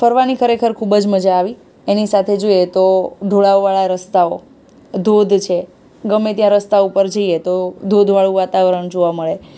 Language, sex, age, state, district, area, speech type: Gujarati, female, 30-45, Gujarat, Surat, urban, spontaneous